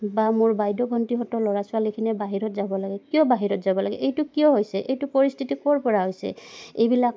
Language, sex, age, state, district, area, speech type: Assamese, female, 30-45, Assam, Udalguri, rural, spontaneous